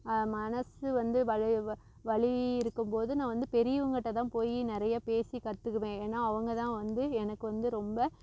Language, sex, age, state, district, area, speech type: Tamil, female, 30-45, Tamil Nadu, Namakkal, rural, spontaneous